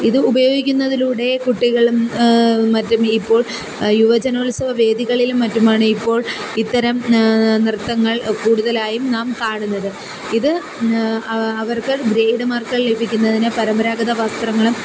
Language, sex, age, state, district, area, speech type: Malayalam, female, 30-45, Kerala, Kollam, rural, spontaneous